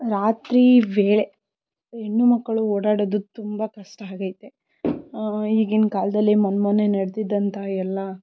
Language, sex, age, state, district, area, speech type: Kannada, female, 18-30, Karnataka, Tumkur, rural, spontaneous